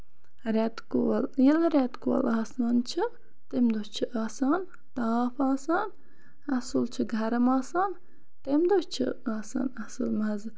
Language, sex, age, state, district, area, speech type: Kashmiri, female, 30-45, Jammu and Kashmir, Bandipora, rural, spontaneous